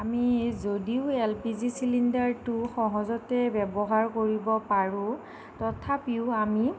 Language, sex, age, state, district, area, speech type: Assamese, female, 45-60, Assam, Nagaon, rural, spontaneous